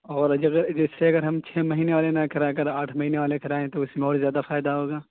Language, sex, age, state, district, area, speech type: Urdu, male, 18-30, Uttar Pradesh, Saharanpur, urban, conversation